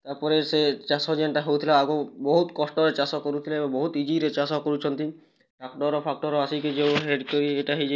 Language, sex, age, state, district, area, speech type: Odia, male, 18-30, Odisha, Kalahandi, rural, spontaneous